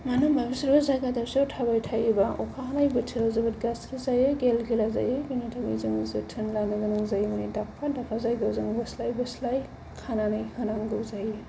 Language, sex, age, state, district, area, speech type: Bodo, female, 30-45, Assam, Kokrajhar, rural, spontaneous